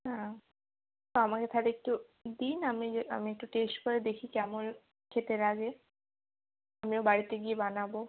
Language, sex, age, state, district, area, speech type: Bengali, female, 18-30, West Bengal, Jalpaiguri, rural, conversation